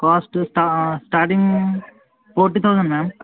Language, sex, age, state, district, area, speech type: Telugu, male, 18-30, Telangana, Suryapet, urban, conversation